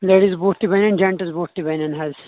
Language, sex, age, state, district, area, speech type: Kashmiri, male, 30-45, Jammu and Kashmir, Kulgam, rural, conversation